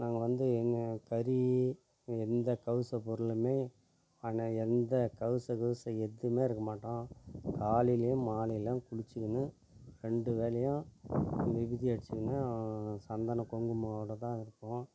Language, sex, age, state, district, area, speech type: Tamil, male, 45-60, Tamil Nadu, Tiruvannamalai, rural, spontaneous